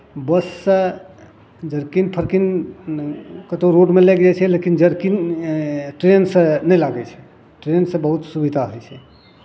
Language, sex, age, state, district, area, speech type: Maithili, male, 45-60, Bihar, Madhepura, rural, spontaneous